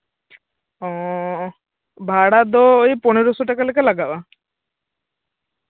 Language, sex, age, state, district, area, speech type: Santali, male, 18-30, West Bengal, Purba Bardhaman, rural, conversation